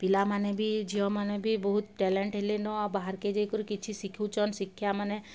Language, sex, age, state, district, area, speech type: Odia, female, 30-45, Odisha, Bargarh, urban, spontaneous